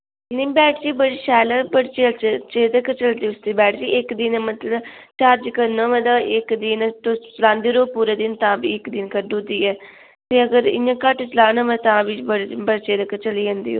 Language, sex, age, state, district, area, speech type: Dogri, female, 18-30, Jammu and Kashmir, Udhampur, rural, conversation